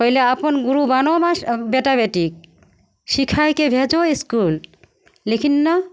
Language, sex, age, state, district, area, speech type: Maithili, female, 45-60, Bihar, Begusarai, rural, spontaneous